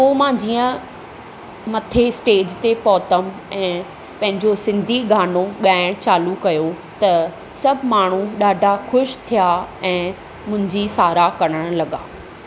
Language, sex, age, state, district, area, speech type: Sindhi, female, 30-45, Maharashtra, Thane, urban, spontaneous